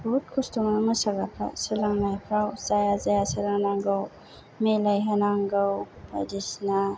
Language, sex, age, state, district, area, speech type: Bodo, female, 30-45, Assam, Chirang, rural, spontaneous